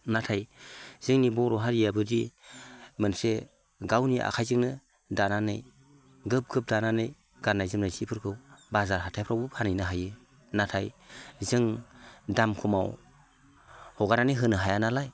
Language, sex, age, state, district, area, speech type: Bodo, male, 45-60, Assam, Baksa, rural, spontaneous